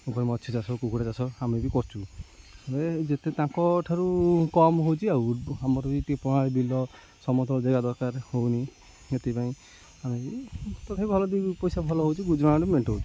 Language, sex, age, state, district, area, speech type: Odia, male, 30-45, Odisha, Kendujhar, urban, spontaneous